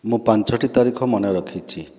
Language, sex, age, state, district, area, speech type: Odia, male, 45-60, Odisha, Boudh, rural, spontaneous